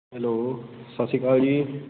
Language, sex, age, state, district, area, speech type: Punjabi, male, 18-30, Punjab, Patiala, rural, conversation